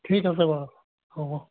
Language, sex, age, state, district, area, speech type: Assamese, male, 60+, Assam, Charaideo, urban, conversation